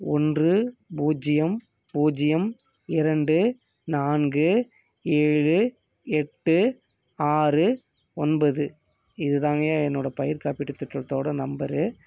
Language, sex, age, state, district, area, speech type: Tamil, male, 30-45, Tamil Nadu, Thanjavur, rural, spontaneous